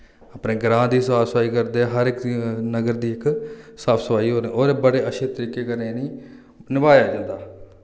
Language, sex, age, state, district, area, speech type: Dogri, male, 30-45, Jammu and Kashmir, Reasi, rural, spontaneous